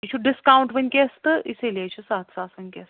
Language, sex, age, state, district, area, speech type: Kashmiri, female, 60+, Jammu and Kashmir, Ganderbal, rural, conversation